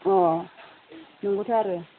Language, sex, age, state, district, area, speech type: Bodo, female, 45-60, Assam, Udalguri, rural, conversation